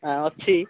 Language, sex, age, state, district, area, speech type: Odia, male, 30-45, Odisha, Nabarangpur, urban, conversation